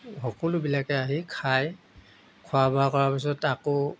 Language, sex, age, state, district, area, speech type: Assamese, male, 60+, Assam, Golaghat, urban, spontaneous